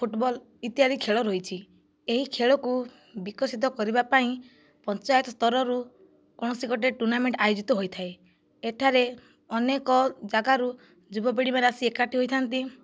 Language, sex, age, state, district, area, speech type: Odia, female, 45-60, Odisha, Kandhamal, rural, spontaneous